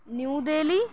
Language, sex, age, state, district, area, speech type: Urdu, female, 18-30, Uttar Pradesh, Gautam Buddha Nagar, rural, spontaneous